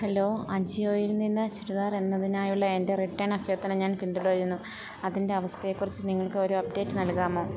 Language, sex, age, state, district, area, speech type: Malayalam, female, 30-45, Kerala, Idukki, rural, read